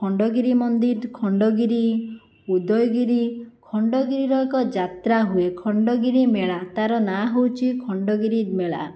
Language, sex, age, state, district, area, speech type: Odia, female, 60+, Odisha, Jajpur, rural, spontaneous